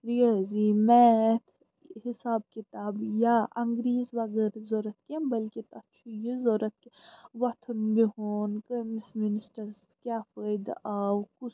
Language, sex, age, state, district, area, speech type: Kashmiri, female, 30-45, Jammu and Kashmir, Srinagar, urban, spontaneous